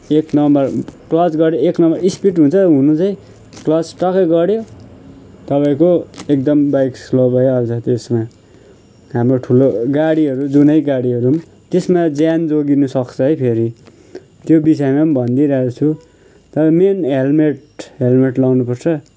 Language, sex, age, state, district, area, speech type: Nepali, male, 30-45, West Bengal, Kalimpong, rural, spontaneous